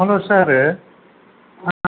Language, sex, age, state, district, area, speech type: Kannada, male, 60+, Karnataka, Udupi, rural, conversation